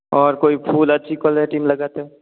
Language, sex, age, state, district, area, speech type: Hindi, male, 18-30, Rajasthan, Jodhpur, urban, conversation